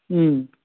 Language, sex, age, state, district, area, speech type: Manipuri, female, 45-60, Manipur, Kangpokpi, urban, conversation